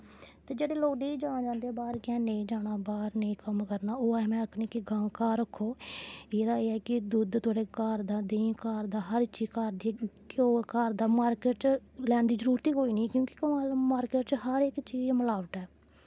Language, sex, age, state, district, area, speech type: Dogri, female, 18-30, Jammu and Kashmir, Samba, rural, spontaneous